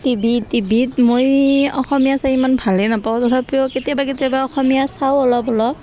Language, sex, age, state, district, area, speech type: Assamese, female, 18-30, Assam, Barpeta, rural, spontaneous